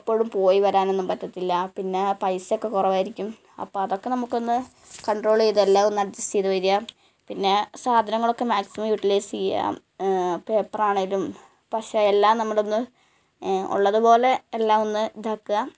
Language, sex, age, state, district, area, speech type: Malayalam, female, 18-30, Kerala, Malappuram, rural, spontaneous